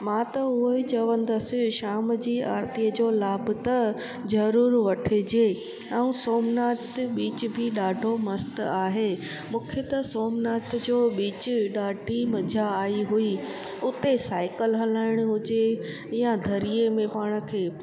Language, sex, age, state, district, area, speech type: Sindhi, female, 30-45, Gujarat, Junagadh, urban, spontaneous